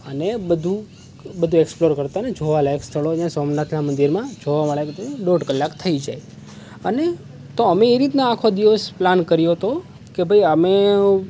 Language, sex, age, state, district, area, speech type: Gujarati, male, 18-30, Gujarat, Rajkot, urban, spontaneous